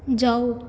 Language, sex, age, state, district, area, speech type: Punjabi, female, 18-30, Punjab, Kapurthala, urban, read